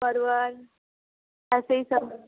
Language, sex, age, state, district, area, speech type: Hindi, female, 18-30, Uttar Pradesh, Sonbhadra, rural, conversation